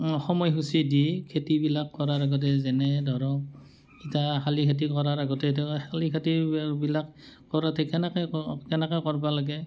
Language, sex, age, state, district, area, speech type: Assamese, male, 45-60, Assam, Barpeta, rural, spontaneous